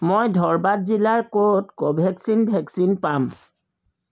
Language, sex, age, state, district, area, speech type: Assamese, male, 45-60, Assam, Charaideo, urban, read